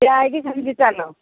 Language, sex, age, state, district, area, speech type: Odia, female, 60+, Odisha, Jharsuguda, rural, conversation